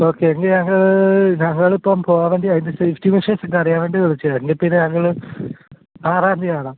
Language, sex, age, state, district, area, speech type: Malayalam, male, 18-30, Kerala, Alappuzha, rural, conversation